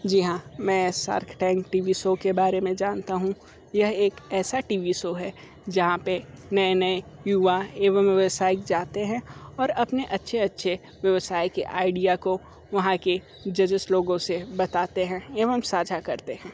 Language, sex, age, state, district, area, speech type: Hindi, male, 60+, Uttar Pradesh, Sonbhadra, rural, spontaneous